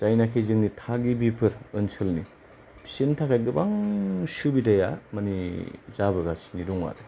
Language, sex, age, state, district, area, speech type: Bodo, male, 30-45, Assam, Kokrajhar, rural, spontaneous